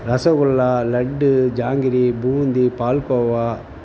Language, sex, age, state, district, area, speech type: Tamil, male, 45-60, Tamil Nadu, Tiruvannamalai, rural, spontaneous